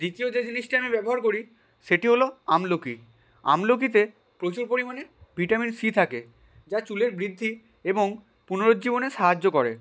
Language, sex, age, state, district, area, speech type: Bengali, male, 60+, West Bengal, Nadia, rural, spontaneous